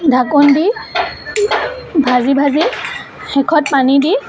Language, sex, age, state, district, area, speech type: Assamese, female, 18-30, Assam, Dhemaji, urban, spontaneous